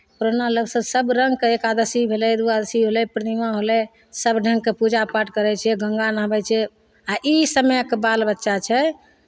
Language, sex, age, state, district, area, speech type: Maithili, female, 60+, Bihar, Begusarai, rural, spontaneous